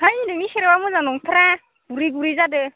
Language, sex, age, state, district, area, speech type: Bodo, female, 18-30, Assam, Udalguri, urban, conversation